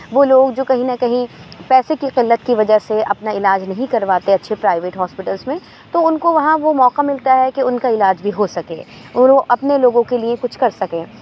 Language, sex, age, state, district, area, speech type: Urdu, female, 30-45, Uttar Pradesh, Aligarh, urban, spontaneous